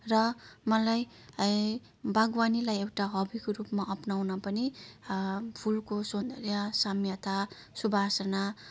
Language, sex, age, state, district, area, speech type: Nepali, female, 60+, West Bengal, Darjeeling, rural, spontaneous